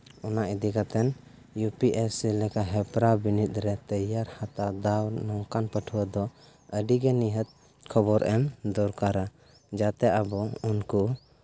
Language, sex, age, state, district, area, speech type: Santali, male, 18-30, Jharkhand, East Singhbhum, rural, spontaneous